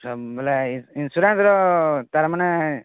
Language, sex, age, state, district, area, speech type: Odia, male, 45-60, Odisha, Nuapada, urban, conversation